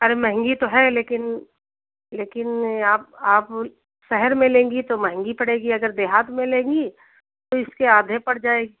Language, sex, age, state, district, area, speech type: Hindi, female, 60+, Uttar Pradesh, Sitapur, rural, conversation